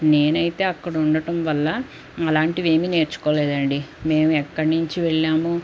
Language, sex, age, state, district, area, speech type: Telugu, female, 30-45, Andhra Pradesh, Guntur, rural, spontaneous